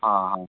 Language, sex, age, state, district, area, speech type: Kannada, male, 45-60, Karnataka, Gulbarga, urban, conversation